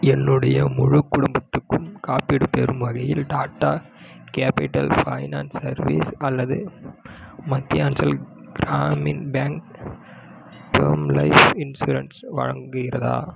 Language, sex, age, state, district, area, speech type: Tamil, male, 18-30, Tamil Nadu, Kallakurichi, rural, read